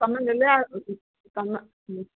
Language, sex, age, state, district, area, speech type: Odia, female, 60+, Odisha, Jharsuguda, rural, conversation